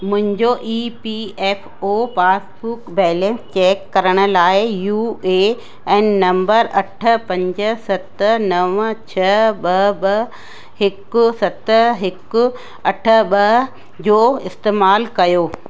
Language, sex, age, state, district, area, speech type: Sindhi, female, 45-60, Madhya Pradesh, Katni, urban, read